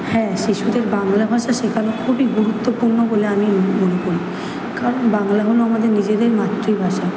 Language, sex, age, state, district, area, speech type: Bengali, female, 18-30, West Bengal, Kolkata, urban, spontaneous